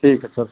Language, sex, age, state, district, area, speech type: Hindi, male, 60+, Uttar Pradesh, Ayodhya, rural, conversation